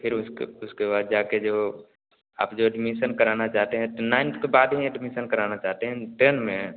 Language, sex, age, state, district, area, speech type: Hindi, male, 18-30, Bihar, Samastipur, rural, conversation